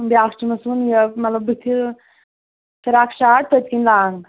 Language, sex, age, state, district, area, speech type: Kashmiri, female, 18-30, Jammu and Kashmir, Kulgam, rural, conversation